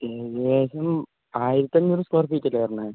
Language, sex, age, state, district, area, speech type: Malayalam, male, 18-30, Kerala, Wayanad, rural, conversation